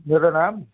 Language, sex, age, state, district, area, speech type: Nepali, male, 60+, West Bengal, Jalpaiguri, urban, conversation